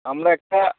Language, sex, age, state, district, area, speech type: Bengali, male, 30-45, West Bengal, Darjeeling, rural, conversation